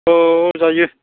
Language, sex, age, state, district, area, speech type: Bodo, male, 60+, Assam, Chirang, rural, conversation